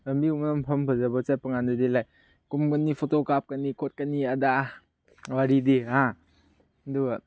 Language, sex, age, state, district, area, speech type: Manipuri, male, 18-30, Manipur, Chandel, rural, spontaneous